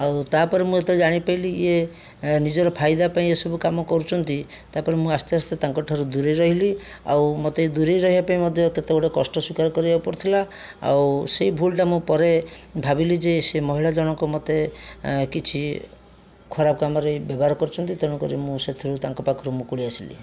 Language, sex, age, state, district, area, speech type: Odia, male, 60+, Odisha, Jajpur, rural, spontaneous